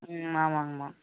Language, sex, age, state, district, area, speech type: Tamil, female, 18-30, Tamil Nadu, Namakkal, rural, conversation